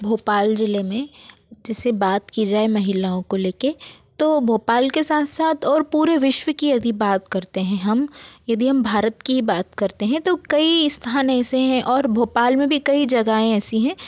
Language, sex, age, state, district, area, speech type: Hindi, female, 60+, Madhya Pradesh, Bhopal, urban, spontaneous